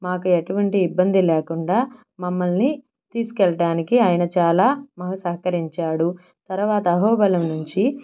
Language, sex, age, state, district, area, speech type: Telugu, female, 30-45, Andhra Pradesh, Nellore, urban, spontaneous